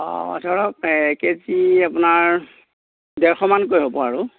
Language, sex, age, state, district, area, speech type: Assamese, male, 45-60, Assam, Darrang, rural, conversation